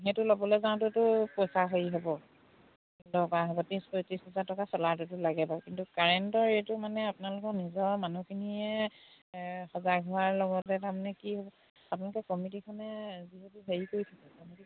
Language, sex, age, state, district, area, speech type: Assamese, female, 30-45, Assam, Charaideo, rural, conversation